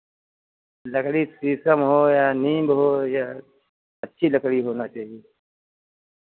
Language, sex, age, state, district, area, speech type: Hindi, male, 45-60, Uttar Pradesh, Lucknow, rural, conversation